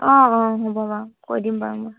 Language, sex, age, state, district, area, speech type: Assamese, female, 18-30, Assam, Dhemaji, urban, conversation